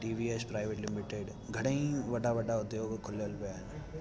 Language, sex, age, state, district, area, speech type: Sindhi, male, 18-30, Delhi, South Delhi, urban, spontaneous